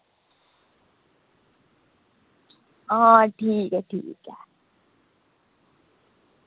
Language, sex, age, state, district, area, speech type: Dogri, female, 60+, Jammu and Kashmir, Udhampur, rural, conversation